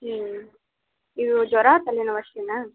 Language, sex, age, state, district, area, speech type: Kannada, female, 18-30, Karnataka, Chitradurga, rural, conversation